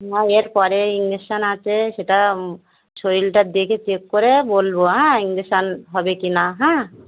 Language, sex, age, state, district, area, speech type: Bengali, female, 45-60, West Bengal, Dakshin Dinajpur, rural, conversation